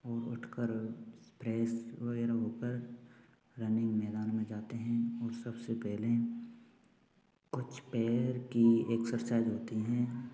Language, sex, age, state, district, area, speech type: Hindi, male, 18-30, Rajasthan, Bharatpur, rural, spontaneous